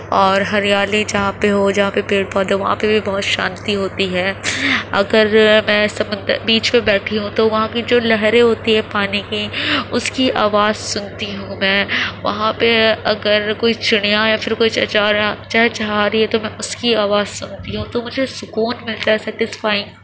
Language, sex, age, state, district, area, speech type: Urdu, female, 30-45, Uttar Pradesh, Gautam Buddha Nagar, urban, spontaneous